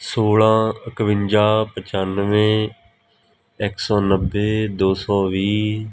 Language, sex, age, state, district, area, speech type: Punjabi, male, 18-30, Punjab, Kapurthala, rural, spontaneous